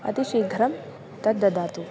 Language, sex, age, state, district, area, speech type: Sanskrit, female, 18-30, Kerala, Malappuram, rural, spontaneous